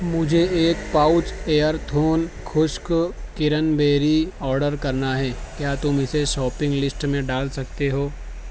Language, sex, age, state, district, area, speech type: Urdu, male, 18-30, Maharashtra, Nashik, rural, read